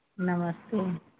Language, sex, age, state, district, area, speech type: Hindi, female, 60+, Uttar Pradesh, Ayodhya, rural, conversation